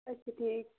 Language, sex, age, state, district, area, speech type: Kashmiri, female, 30-45, Jammu and Kashmir, Ganderbal, rural, conversation